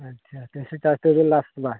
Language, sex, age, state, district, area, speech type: Santali, male, 45-60, Odisha, Mayurbhanj, rural, conversation